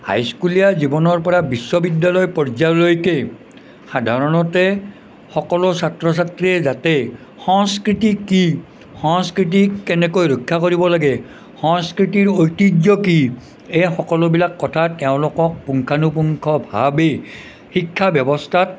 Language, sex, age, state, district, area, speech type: Assamese, male, 60+, Assam, Nalbari, rural, spontaneous